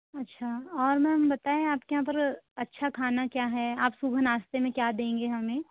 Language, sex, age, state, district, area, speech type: Hindi, female, 60+, Madhya Pradesh, Balaghat, rural, conversation